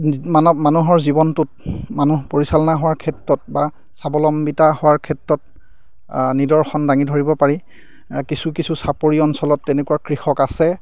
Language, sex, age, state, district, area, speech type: Assamese, male, 30-45, Assam, Majuli, urban, spontaneous